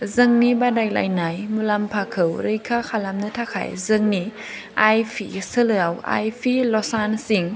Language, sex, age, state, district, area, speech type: Bodo, female, 18-30, Assam, Kokrajhar, rural, read